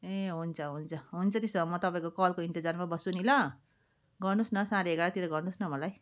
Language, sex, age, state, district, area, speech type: Nepali, female, 30-45, West Bengal, Darjeeling, rural, spontaneous